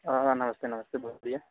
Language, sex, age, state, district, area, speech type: Urdu, male, 30-45, Bihar, Darbhanga, rural, conversation